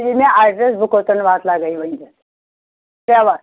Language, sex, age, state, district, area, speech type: Kashmiri, female, 60+, Jammu and Kashmir, Anantnag, rural, conversation